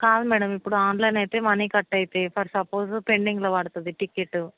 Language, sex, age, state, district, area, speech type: Telugu, female, 45-60, Telangana, Hyderabad, urban, conversation